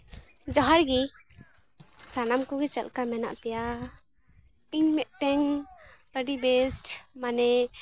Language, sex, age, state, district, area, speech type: Santali, female, 18-30, West Bengal, Malda, rural, spontaneous